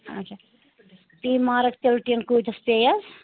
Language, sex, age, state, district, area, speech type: Kashmiri, female, 45-60, Jammu and Kashmir, Srinagar, urban, conversation